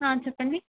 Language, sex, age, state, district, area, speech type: Telugu, female, 18-30, Andhra Pradesh, Kurnool, urban, conversation